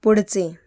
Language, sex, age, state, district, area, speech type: Marathi, female, 18-30, Maharashtra, Mumbai Suburban, rural, read